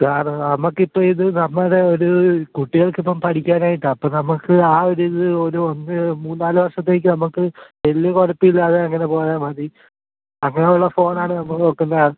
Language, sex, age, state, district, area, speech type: Malayalam, male, 18-30, Kerala, Alappuzha, rural, conversation